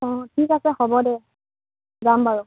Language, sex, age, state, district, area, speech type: Assamese, female, 18-30, Assam, Lakhimpur, rural, conversation